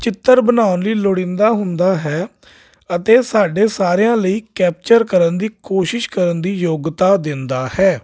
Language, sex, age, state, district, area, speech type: Punjabi, male, 30-45, Punjab, Jalandhar, urban, spontaneous